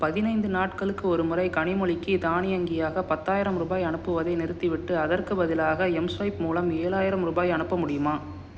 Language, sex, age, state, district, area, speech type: Tamil, male, 18-30, Tamil Nadu, Salem, urban, read